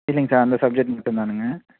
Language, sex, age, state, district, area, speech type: Tamil, male, 30-45, Tamil Nadu, Tiruppur, rural, conversation